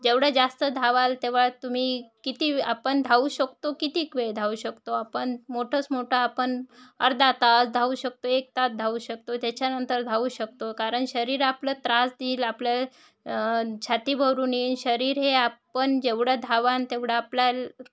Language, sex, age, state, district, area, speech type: Marathi, female, 30-45, Maharashtra, Wardha, rural, spontaneous